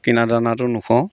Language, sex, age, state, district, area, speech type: Assamese, male, 30-45, Assam, Sivasagar, rural, spontaneous